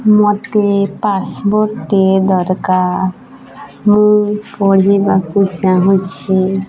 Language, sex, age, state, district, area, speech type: Odia, female, 18-30, Odisha, Nuapada, urban, spontaneous